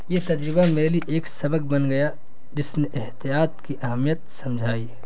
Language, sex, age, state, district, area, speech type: Urdu, male, 18-30, Bihar, Gaya, urban, spontaneous